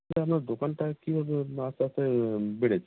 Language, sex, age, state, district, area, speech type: Bengali, male, 18-30, West Bengal, North 24 Parganas, rural, conversation